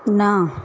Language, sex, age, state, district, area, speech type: Sindhi, female, 30-45, Gujarat, Surat, urban, read